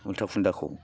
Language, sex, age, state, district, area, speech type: Bodo, male, 45-60, Assam, Baksa, rural, spontaneous